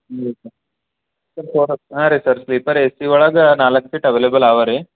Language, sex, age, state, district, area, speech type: Kannada, male, 18-30, Karnataka, Bidar, urban, conversation